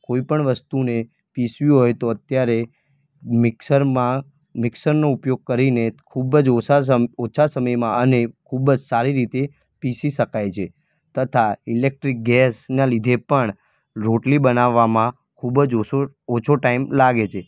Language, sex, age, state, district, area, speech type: Gujarati, male, 18-30, Gujarat, Ahmedabad, urban, spontaneous